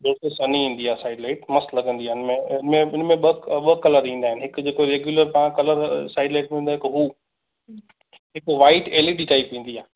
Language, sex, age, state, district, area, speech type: Sindhi, male, 18-30, Gujarat, Kutch, rural, conversation